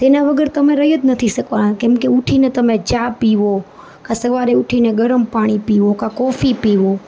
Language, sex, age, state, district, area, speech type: Gujarati, female, 30-45, Gujarat, Rajkot, urban, spontaneous